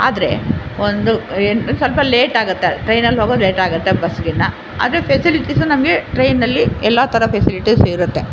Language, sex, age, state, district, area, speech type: Kannada, female, 60+, Karnataka, Chamarajanagar, urban, spontaneous